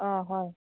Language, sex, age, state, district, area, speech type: Assamese, female, 30-45, Assam, Udalguri, rural, conversation